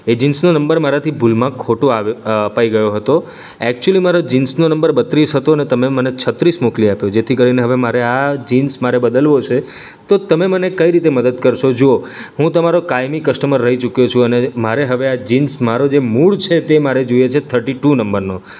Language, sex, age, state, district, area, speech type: Gujarati, male, 30-45, Gujarat, Surat, urban, spontaneous